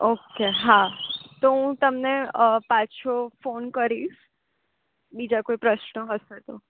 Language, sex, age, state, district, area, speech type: Gujarati, female, 18-30, Gujarat, Surat, urban, conversation